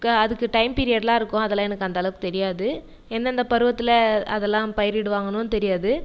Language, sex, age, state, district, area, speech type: Tamil, female, 30-45, Tamil Nadu, Viluppuram, rural, spontaneous